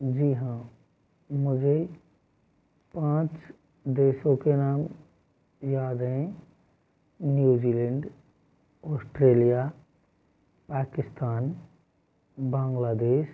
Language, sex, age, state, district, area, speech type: Hindi, male, 18-30, Rajasthan, Jodhpur, rural, spontaneous